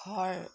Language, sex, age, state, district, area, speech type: Assamese, female, 45-60, Assam, Jorhat, urban, read